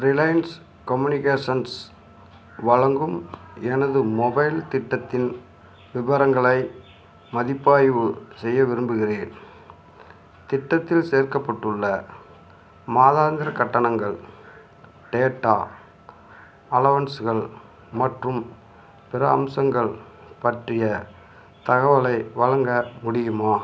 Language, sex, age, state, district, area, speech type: Tamil, male, 45-60, Tamil Nadu, Madurai, rural, read